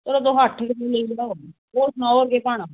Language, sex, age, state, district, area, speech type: Dogri, female, 18-30, Jammu and Kashmir, Samba, rural, conversation